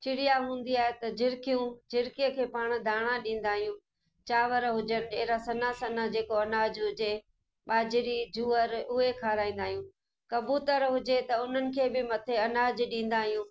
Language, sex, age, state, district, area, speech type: Sindhi, female, 60+, Gujarat, Kutch, urban, spontaneous